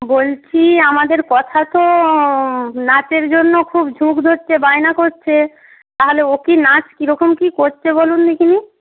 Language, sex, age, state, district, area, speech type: Bengali, female, 45-60, West Bengal, Purba Medinipur, rural, conversation